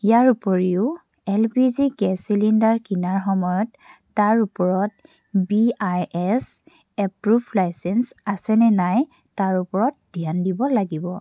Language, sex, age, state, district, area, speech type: Assamese, female, 18-30, Assam, Tinsukia, urban, spontaneous